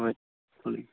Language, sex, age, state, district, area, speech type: Manipuri, male, 18-30, Manipur, Kangpokpi, urban, conversation